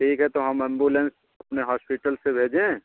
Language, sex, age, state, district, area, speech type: Hindi, male, 30-45, Uttar Pradesh, Bhadohi, rural, conversation